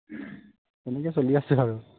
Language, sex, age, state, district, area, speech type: Assamese, male, 18-30, Assam, Lakhimpur, urban, conversation